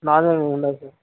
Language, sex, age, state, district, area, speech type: Telugu, male, 18-30, Telangana, Sangareddy, urban, conversation